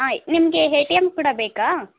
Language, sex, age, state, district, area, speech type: Kannada, female, 18-30, Karnataka, Davanagere, rural, conversation